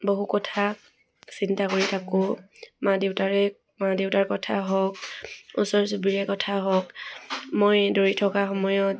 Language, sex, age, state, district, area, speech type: Assamese, female, 18-30, Assam, Dibrugarh, urban, spontaneous